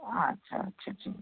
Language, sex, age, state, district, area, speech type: Bengali, female, 60+, West Bengal, North 24 Parganas, rural, conversation